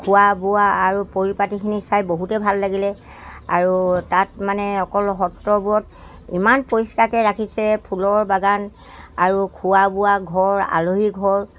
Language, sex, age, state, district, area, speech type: Assamese, male, 60+, Assam, Dibrugarh, rural, spontaneous